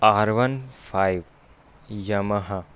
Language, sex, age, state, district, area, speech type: Urdu, male, 18-30, Bihar, Gaya, rural, spontaneous